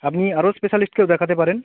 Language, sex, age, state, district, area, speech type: Bengali, male, 45-60, West Bengal, North 24 Parganas, urban, conversation